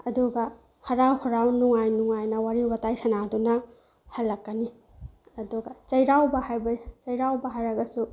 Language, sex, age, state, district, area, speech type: Manipuri, female, 18-30, Manipur, Bishnupur, rural, spontaneous